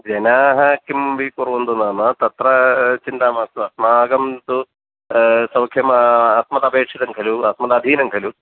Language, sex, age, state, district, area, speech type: Sanskrit, male, 45-60, Kerala, Kottayam, rural, conversation